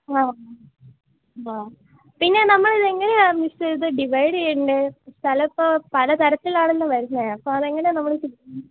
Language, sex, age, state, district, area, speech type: Malayalam, female, 18-30, Kerala, Idukki, rural, conversation